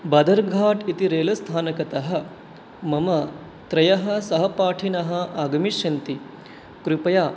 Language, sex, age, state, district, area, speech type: Sanskrit, male, 18-30, West Bengal, Alipurduar, rural, spontaneous